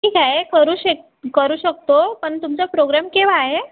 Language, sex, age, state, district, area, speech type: Marathi, female, 18-30, Maharashtra, Thane, rural, conversation